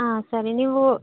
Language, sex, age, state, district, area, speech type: Kannada, female, 18-30, Karnataka, Davanagere, rural, conversation